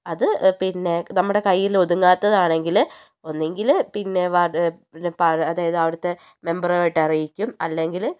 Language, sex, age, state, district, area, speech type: Malayalam, female, 60+, Kerala, Wayanad, rural, spontaneous